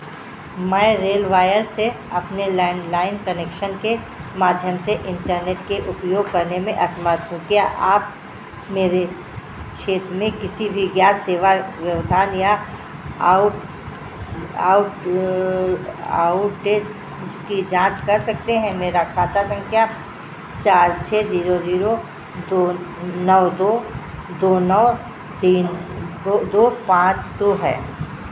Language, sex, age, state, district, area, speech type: Hindi, female, 60+, Uttar Pradesh, Sitapur, rural, read